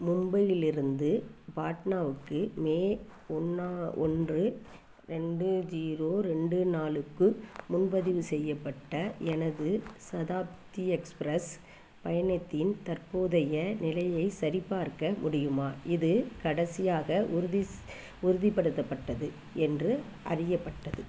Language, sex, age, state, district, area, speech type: Tamil, female, 60+, Tamil Nadu, Thanjavur, urban, read